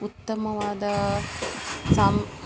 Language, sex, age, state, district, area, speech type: Kannada, female, 30-45, Karnataka, Koppal, rural, spontaneous